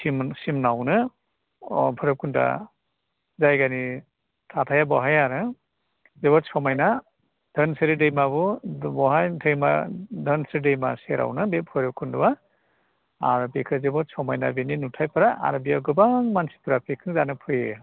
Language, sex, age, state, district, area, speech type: Bodo, male, 60+, Assam, Udalguri, urban, conversation